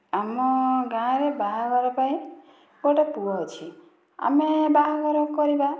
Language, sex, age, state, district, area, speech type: Odia, female, 30-45, Odisha, Dhenkanal, rural, spontaneous